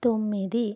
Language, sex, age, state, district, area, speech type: Telugu, female, 18-30, Andhra Pradesh, West Godavari, rural, read